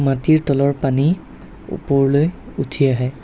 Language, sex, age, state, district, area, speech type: Assamese, male, 60+, Assam, Darrang, rural, spontaneous